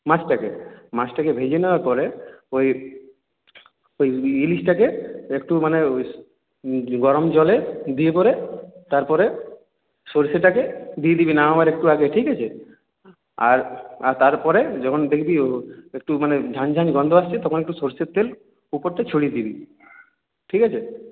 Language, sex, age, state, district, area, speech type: Bengali, male, 30-45, West Bengal, Purulia, rural, conversation